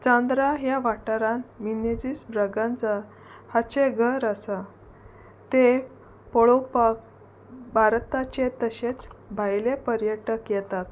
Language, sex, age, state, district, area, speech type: Goan Konkani, female, 30-45, Goa, Salcete, rural, spontaneous